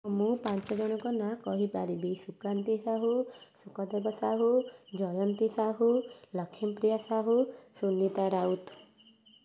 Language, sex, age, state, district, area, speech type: Odia, female, 18-30, Odisha, Kendujhar, urban, spontaneous